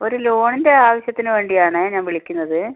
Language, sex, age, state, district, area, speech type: Malayalam, female, 60+, Kerala, Wayanad, rural, conversation